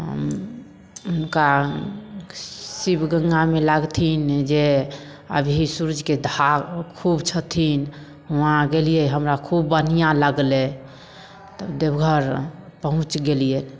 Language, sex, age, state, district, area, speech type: Maithili, female, 30-45, Bihar, Samastipur, rural, spontaneous